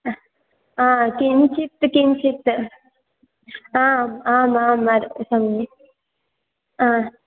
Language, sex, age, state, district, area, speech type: Sanskrit, female, 18-30, Karnataka, Dakshina Kannada, rural, conversation